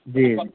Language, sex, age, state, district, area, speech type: Maithili, male, 18-30, Bihar, Supaul, urban, conversation